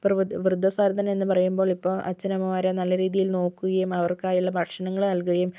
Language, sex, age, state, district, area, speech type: Malayalam, female, 18-30, Kerala, Kozhikode, rural, spontaneous